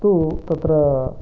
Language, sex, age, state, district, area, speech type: Sanskrit, male, 30-45, Karnataka, Uttara Kannada, rural, spontaneous